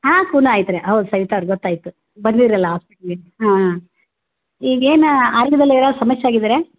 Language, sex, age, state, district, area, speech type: Kannada, female, 60+, Karnataka, Gulbarga, urban, conversation